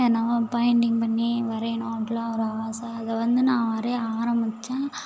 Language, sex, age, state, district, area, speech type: Tamil, female, 18-30, Tamil Nadu, Tiruvannamalai, urban, spontaneous